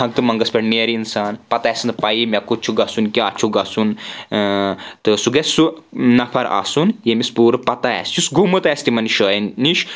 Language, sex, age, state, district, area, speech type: Kashmiri, male, 30-45, Jammu and Kashmir, Anantnag, rural, spontaneous